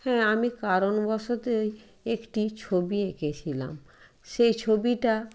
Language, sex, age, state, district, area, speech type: Bengali, female, 60+, West Bengal, Purba Medinipur, rural, spontaneous